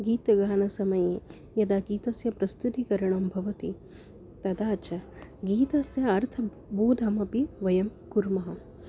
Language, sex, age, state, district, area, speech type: Sanskrit, female, 30-45, Maharashtra, Nagpur, urban, spontaneous